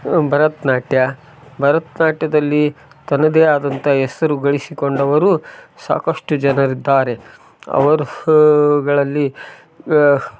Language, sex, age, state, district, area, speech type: Kannada, male, 45-60, Karnataka, Koppal, rural, spontaneous